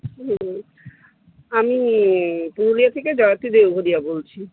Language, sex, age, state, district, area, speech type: Bengali, female, 60+, West Bengal, Purulia, rural, conversation